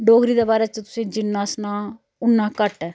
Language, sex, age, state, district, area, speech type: Dogri, female, 45-60, Jammu and Kashmir, Udhampur, rural, spontaneous